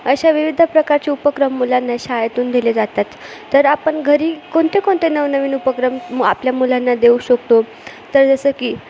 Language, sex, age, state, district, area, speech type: Marathi, female, 18-30, Maharashtra, Ahmednagar, urban, spontaneous